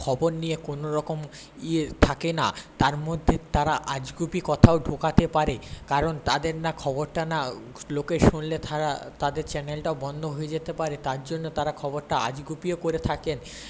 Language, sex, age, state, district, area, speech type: Bengali, male, 18-30, West Bengal, Paschim Medinipur, rural, spontaneous